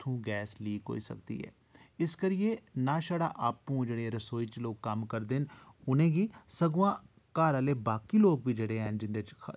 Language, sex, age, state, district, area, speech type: Dogri, male, 45-60, Jammu and Kashmir, Jammu, urban, spontaneous